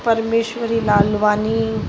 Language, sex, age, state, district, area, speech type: Sindhi, female, 45-60, Uttar Pradesh, Lucknow, rural, spontaneous